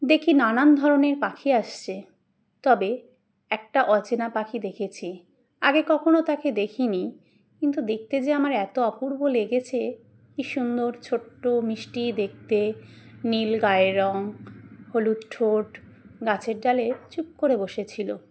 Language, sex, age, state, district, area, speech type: Bengali, female, 30-45, West Bengal, Dakshin Dinajpur, urban, spontaneous